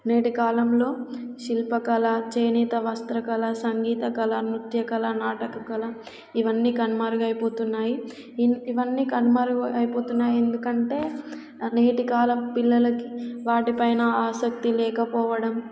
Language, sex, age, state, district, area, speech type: Telugu, female, 18-30, Telangana, Warangal, rural, spontaneous